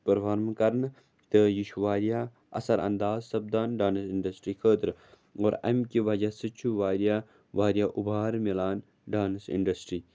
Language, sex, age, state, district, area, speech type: Kashmiri, male, 30-45, Jammu and Kashmir, Srinagar, urban, spontaneous